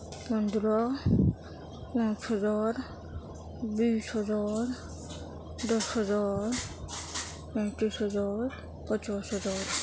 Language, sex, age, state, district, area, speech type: Urdu, female, 45-60, Delhi, Central Delhi, urban, spontaneous